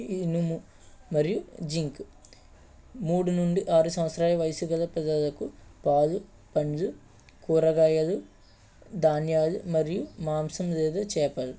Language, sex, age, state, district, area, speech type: Telugu, male, 30-45, Andhra Pradesh, Eluru, rural, spontaneous